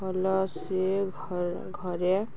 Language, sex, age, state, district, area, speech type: Odia, female, 18-30, Odisha, Balangir, urban, spontaneous